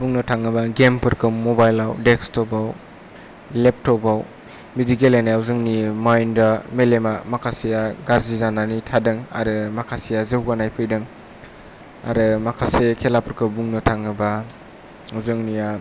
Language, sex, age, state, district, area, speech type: Bodo, male, 18-30, Assam, Kokrajhar, rural, spontaneous